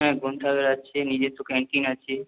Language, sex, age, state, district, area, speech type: Bengali, male, 18-30, West Bengal, Purulia, urban, conversation